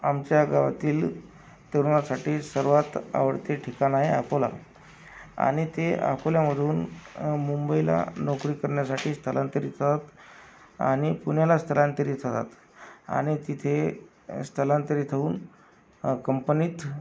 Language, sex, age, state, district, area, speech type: Marathi, male, 18-30, Maharashtra, Akola, rural, spontaneous